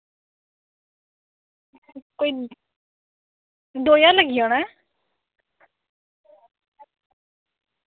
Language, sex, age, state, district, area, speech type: Dogri, female, 18-30, Jammu and Kashmir, Samba, rural, conversation